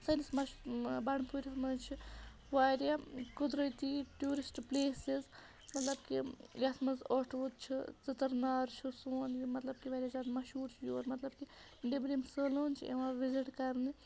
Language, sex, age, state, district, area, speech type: Kashmiri, female, 30-45, Jammu and Kashmir, Bandipora, rural, spontaneous